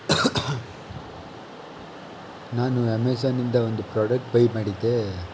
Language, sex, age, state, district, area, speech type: Kannada, male, 30-45, Karnataka, Shimoga, rural, spontaneous